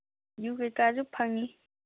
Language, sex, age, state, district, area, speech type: Manipuri, female, 18-30, Manipur, Senapati, rural, conversation